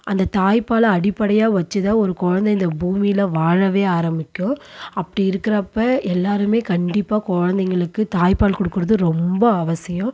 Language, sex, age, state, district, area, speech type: Tamil, female, 30-45, Tamil Nadu, Tiruvannamalai, rural, spontaneous